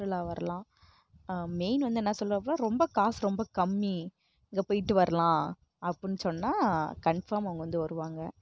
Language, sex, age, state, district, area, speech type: Tamil, female, 18-30, Tamil Nadu, Kallakurichi, rural, spontaneous